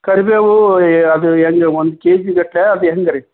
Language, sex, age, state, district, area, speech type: Kannada, male, 60+, Karnataka, Koppal, urban, conversation